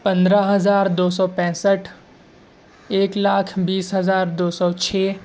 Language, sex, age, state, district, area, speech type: Urdu, male, 18-30, Maharashtra, Nashik, urban, spontaneous